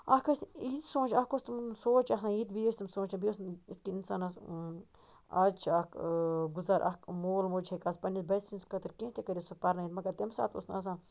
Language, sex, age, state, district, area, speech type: Kashmiri, female, 30-45, Jammu and Kashmir, Baramulla, rural, spontaneous